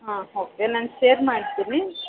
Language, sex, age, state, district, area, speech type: Kannada, female, 18-30, Karnataka, Chamarajanagar, rural, conversation